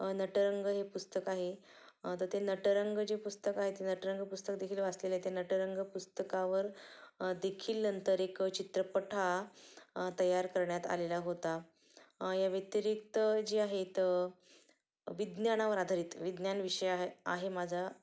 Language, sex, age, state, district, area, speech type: Marathi, female, 30-45, Maharashtra, Ahmednagar, rural, spontaneous